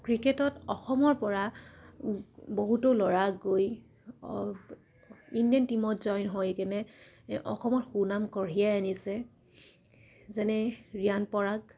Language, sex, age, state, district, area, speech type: Assamese, female, 18-30, Assam, Dibrugarh, rural, spontaneous